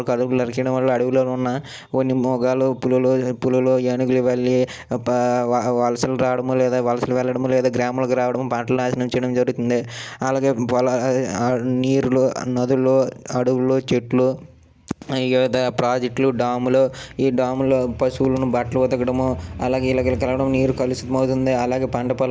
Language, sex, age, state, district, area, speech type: Telugu, male, 45-60, Andhra Pradesh, Srikakulam, urban, spontaneous